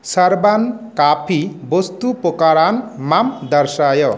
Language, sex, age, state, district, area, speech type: Sanskrit, male, 30-45, West Bengal, Murshidabad, rural, read